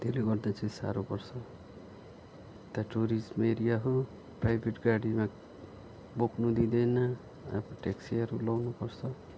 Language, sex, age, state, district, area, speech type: Nepali, male, 45-60, West Bengal, Kalimpong, rural, spontaneous